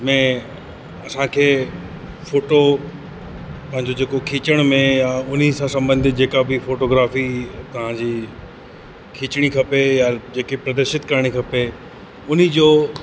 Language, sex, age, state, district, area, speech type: Sindhi, male, 30-45, Uttar Pradesh, Lucknow, rural, spontaneous